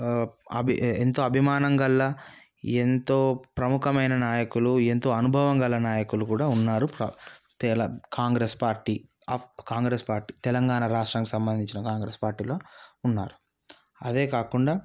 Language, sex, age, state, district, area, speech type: Telugu, male, 30-45, Telangana, Sangareddy, urban, spontaneous